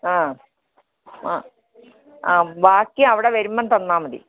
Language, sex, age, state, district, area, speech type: Malayalam, female, 45-60, Kerala, Kottayam, rural, conversation